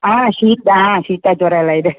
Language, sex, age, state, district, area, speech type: Kannada, female, 30-45, Karnataka, Kodagu, rural, conversation